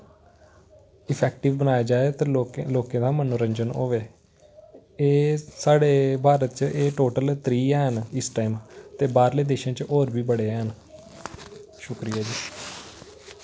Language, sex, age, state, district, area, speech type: Dogri, male, 18-30, Jammu and Kashmir, Kathua, rural, spontaneous